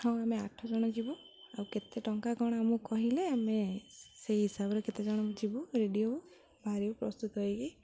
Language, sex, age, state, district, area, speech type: Odia, female, 18-30, Odisha, Jagatsinghpur, rural, spontaneous